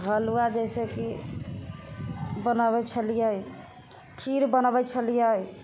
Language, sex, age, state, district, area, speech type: Maithili, female, 30-45, Bihar, Sitamarhi, urban, spontaneous